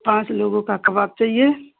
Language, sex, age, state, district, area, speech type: Hindi, female, 30-45, Uttar Pradesh, Mau, rural, conversation